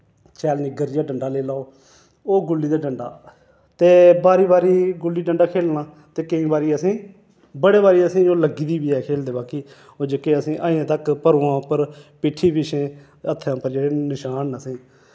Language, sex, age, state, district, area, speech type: Dogri, male, 30-45, Jammu and Kashmir, Reasi, urban, spontaneous